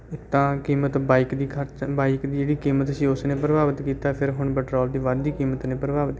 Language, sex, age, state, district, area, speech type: Punjabi, male, 30-45, Punjab, Bathinda, urban, spontaneous